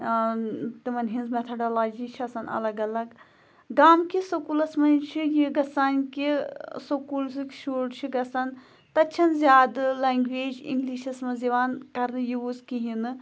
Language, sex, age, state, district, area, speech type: Kashmiri, female, 30-45, Jammu and Kashmir, Pulwama, rural, spontaneous